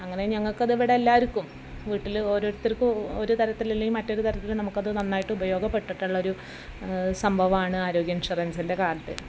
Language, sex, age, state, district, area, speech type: Malayalam, female, 45-60, Kerala, Malappuram, rural, spontaneous